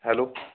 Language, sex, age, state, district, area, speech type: Marathi, male, 18-30, Maharashtra, Buldhana, rural, conversation